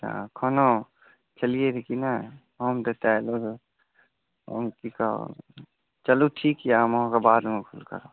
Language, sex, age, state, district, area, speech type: Maithili, male, 30-45, Bihar, Saharsa, rural, conversation